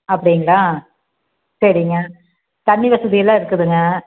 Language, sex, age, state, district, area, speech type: Tamil, female, 45-60, Tamil Nadu, Tiruppur, urban, conversation